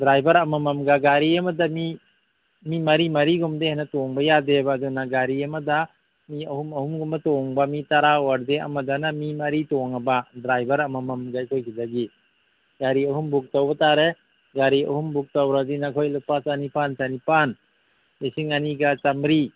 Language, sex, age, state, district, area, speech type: Manipuri, male, 45-60, Manipur, Imphal East, rural, conversation